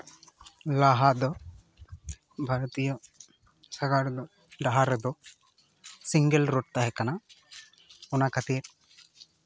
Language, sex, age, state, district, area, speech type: Santali, male, 18-30, West Bengal, Purba Bardhaman, rural, spontaneous